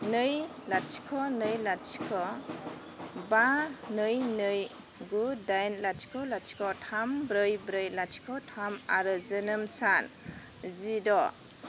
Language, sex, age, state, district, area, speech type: Bodo, female, 30-45, Assam, Baksa, rural, read